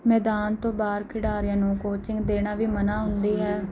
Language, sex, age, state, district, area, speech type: Punjabi, female, 18-30, Punjab, Mansa, urban, spontaneous